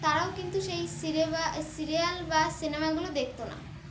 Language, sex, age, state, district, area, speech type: Bengali, female, 18-30, West Bengal, Dakshin Dinajpur, urban, spontaneous